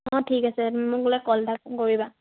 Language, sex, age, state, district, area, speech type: Assamese, female, 18-30, Assam, Sivasagar, rural, conversation